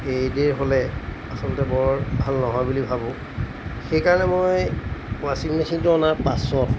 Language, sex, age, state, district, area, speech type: Assamese, male, 45-60, Assam, Golaghat, urban, spontaneous